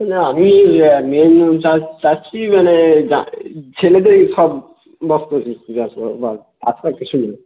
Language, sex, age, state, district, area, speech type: Bengali, male, 18-30, West Bengal, Bankura, urban, conversation